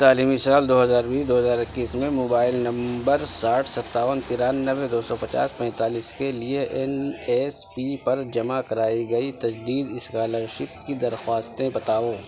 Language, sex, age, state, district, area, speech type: Urdu, male, 45-60, Uttar Pradesh, Lucknow, rural, read